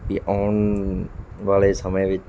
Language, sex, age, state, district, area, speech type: Punjabi, male, 30-45, Punjab, Mansa, urban, spontaneous